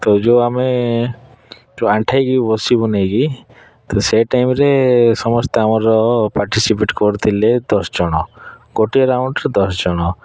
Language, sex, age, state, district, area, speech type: Odia, male, 30-45, Odisha, Kalahandi, rural, spontaneous